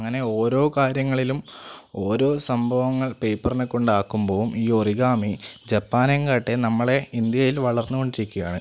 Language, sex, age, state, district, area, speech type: Malayalam, male, 18-30, Kerala, Wayanad, rural, spontaneous